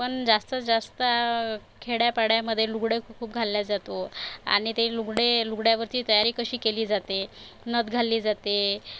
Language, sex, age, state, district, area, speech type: Marathi, female, 60+, Maharashtra, Nagpur, rural, spontaneous